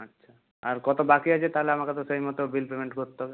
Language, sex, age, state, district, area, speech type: Bengali, male, 18-30, West Bengal, Purba Medinipur, rural, conversation